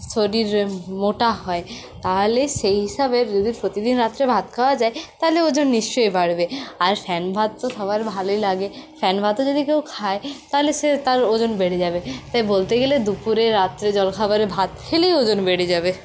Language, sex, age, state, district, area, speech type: Bengali, female, 30-45, West Bengal, Purulia, rural, spontaneous